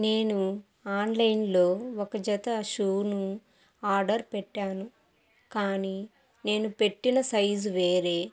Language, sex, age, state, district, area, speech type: Telugu, female, 18-30, Andhra Pradesh, Kadapa, rural, spontaneous